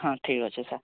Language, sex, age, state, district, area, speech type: Odia, male, 45-60, Odisha, Nuapada, urban, conversation